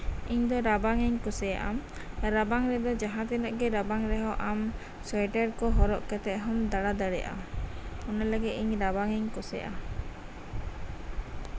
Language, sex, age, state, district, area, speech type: Santali, female, 30-45, West Bengal, Birbhum, rural, spontaneous